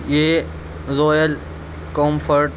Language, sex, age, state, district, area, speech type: Urdu, male, 18-30, Delhi, Central Delhi, urban, spontaneous